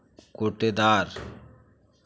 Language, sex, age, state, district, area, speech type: Hindi, male, 45-60, Uttar Pradesh, Chandauli, rural, spontaneous